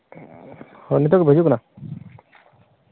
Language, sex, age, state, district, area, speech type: Santali, male, 30-45, Jharkhand, Seraikela Kharsawan, rural, conversation